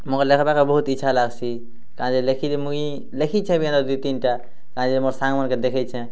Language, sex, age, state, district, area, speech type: Odia, male, 18-30, Odisha, Kalahandi, rural, spontaneous